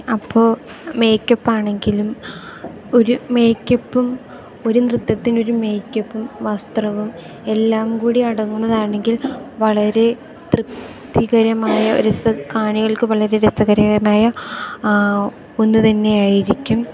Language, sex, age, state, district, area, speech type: Malayalam, female, 18-30, Kerala, Idukki, rural, spontaneous